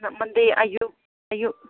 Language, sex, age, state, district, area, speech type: Manipuri, female, 18-30, Manipur, Kangpokpi, urban, conversation